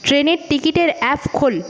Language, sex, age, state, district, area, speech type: Bengali, female, 18-30, West Bengal, Paschim Medinipur, rural, read